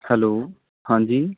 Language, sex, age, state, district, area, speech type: Punjabi, male, 18-30, Punjab, Mohali, rural, conversation